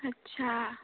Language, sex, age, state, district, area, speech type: Assamese, female, 18-30, Assam, Golaghat, urban, conversation